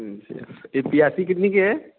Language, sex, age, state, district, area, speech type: Hindi, male, 18-30, Uttar Pradesh, Azamgarh, rural, conversation